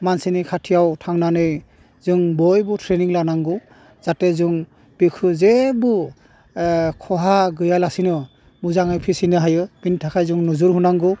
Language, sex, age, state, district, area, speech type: Bodo, male, 45-60, Assam, Udalguri, rural, spontaneous